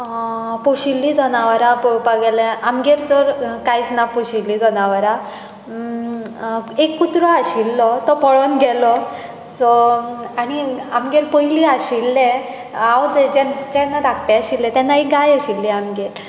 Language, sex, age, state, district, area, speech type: Goan Konkani, female, 18-30, Goa, Bardez, rural, spontaneous